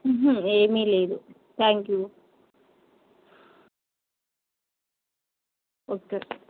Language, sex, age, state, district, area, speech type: Telugu, female, 30-45, Telangana, Bhadradri Kothagudem, urban, conversation